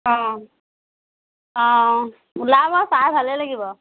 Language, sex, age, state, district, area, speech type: Assamese, female, 18-30, Assam, Dhemaji, urban, conversation